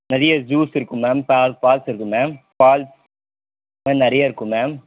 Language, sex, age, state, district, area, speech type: Tamil, male, 18-30, Tamil Nadu, Dharmapuri, urban, conversation